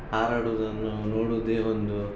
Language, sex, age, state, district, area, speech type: Kannada, male, 18-30, Karnataka, Shimoga, rural, spontaneous